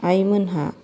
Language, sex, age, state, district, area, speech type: Bodo, female, 45-60, Assam, Kokrajhar, urban, spontaneous